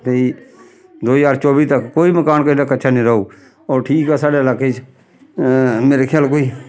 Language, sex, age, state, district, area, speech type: Dogri, male, 45-60, Jammu and Kashmir, Samba, rural, spontaneous